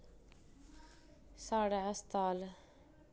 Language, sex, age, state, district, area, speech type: Dogri, female, 30-45, Jammu and Kashmir, Udhampur, rural, spontaneous